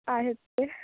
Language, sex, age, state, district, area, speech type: Marathi, female, 18-30, Maharashtra, Nagpur, urban, conversation